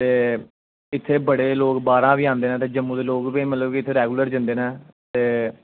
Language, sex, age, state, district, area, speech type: Dogri, male, 18-30, Jammu and Kashmir, Kathua, rural, conversation